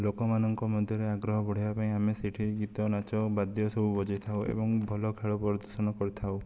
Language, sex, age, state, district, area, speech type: Odia, male, 18-30, Odisha, Kandhamal, rural, spontaneous